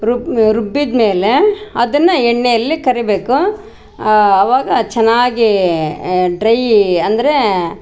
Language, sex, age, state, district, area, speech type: Kannada, female, 45-60, Karnataka, Vijayanagara, rural, spontaneous